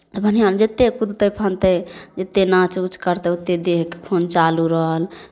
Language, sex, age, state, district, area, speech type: Maithili, female, 18-30, Bihar, Samastipur, rural, spontaneous